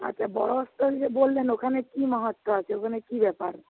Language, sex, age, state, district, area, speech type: Bengali, female, 60+, West Bengal, Paschim Medinipur, rural, conversation